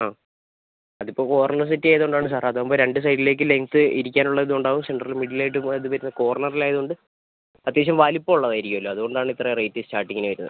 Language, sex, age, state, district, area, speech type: Malayalam, male, 60+, Kerala, Wayanad, rural, conversation